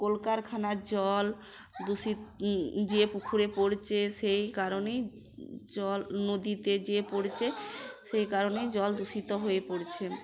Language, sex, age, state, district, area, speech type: Bengali, female, 45-60, West Bengal, Uttar Dinajpur, urban, spontaneous